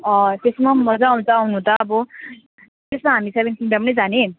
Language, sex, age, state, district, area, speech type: Nepali, female, 18-30, West Bengal, Kalimpong, rural, conversation